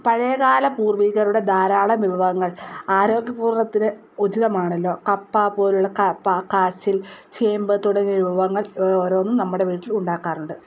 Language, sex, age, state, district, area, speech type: Malayalam, female, 30-45, Kerala, Wayanad, rural, spontaneous